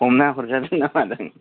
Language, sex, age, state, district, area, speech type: Bodo, male, 30-45, Assam, Kokrajhar, rural, conversation